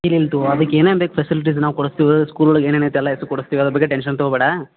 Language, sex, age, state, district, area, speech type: Kannada, male, 45-60, Karnataka, Belgaum, rural, conversation